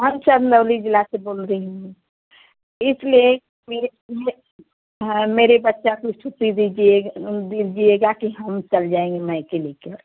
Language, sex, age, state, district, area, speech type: Hindi, female, 45-60, Uttar Pradesh, Chandauli, rural, conversation